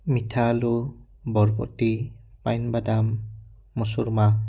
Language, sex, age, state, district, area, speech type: Assamese, male, 18-30, Assam, Udalguri, rural, spontaneous